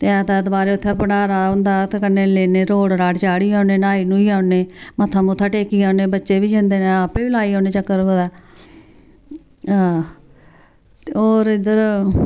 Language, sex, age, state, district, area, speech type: Dogri, female, 45-60, Jammu and Kashmir, Samba, rural, spontaneous